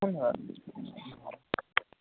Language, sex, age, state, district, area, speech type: Sanskrit, male, 18-30, Delhi, East Delhi, urban, conversation